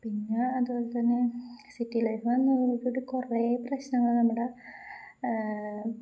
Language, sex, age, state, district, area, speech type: Malayalam, female, 18-30, Kerala, Kozhikode, rural, spontaneous